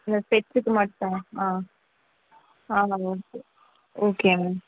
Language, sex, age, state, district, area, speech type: Tamil, female, 18-30, Tamil Nadu, Madurai, urban, conversation